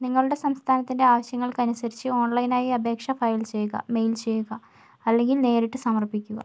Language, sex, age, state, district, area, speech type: Malayalam, female, 30-45, Kerala, Kozhikode, urban, read